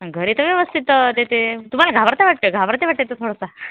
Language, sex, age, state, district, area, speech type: Marathi, female, 45-60, Maharashtra, Washim, rural, conversation